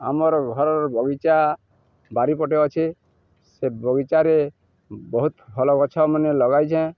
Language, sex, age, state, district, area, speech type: Odia, male, 60+, Odisha, Balangir, urban, spontaneous